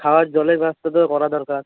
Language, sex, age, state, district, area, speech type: Bengali, male, 18-30, West Bengal, Alipurduar, rural, conversation